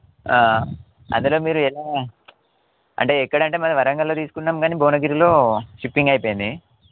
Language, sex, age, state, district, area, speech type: Telugu, male, 18-30, Telangana, Yadadri Bhuvanagiri, urban, conversation